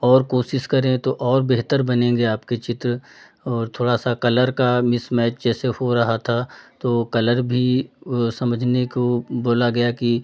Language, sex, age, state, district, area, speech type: Hindi, male, 45-60, Uttar Pradesh, Hardoi, rural, spontaneous